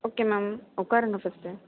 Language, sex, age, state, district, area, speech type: Tamil, female, 30-45, Tamil Nadu, Tiruvarur, rural, conversation